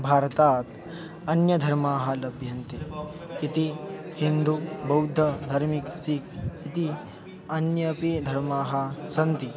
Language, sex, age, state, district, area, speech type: Sanskrit, male, 18-30, Maharashtra, Buldhana, urban, spontaneous